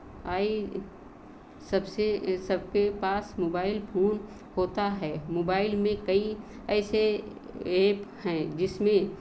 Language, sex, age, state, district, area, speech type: Hindi, female, 60+, Uttar Pradesh, Lucknow, rural, spontaneous